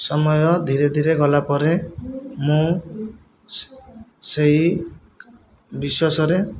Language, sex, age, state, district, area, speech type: Odia, male, 30-45, Odisha, Jajpur, rural, spontaneous